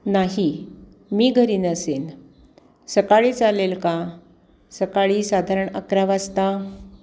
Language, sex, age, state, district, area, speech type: Marathi, female, 60+, Maharashtra, Pune, urban, read